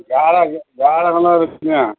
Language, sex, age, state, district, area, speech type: Tamil, male, 60+, Tamil Nadu, Perambalur, rural, conversation